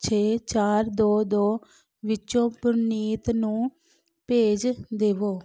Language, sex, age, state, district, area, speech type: Punjabi, female, 30-45, Punjab, Pathankot, rural, read